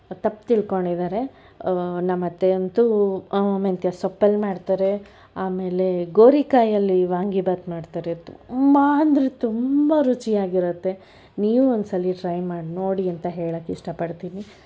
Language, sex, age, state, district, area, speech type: Kannada, female, 60+, Karnataka, Bangalore Urban, urban, spontaneous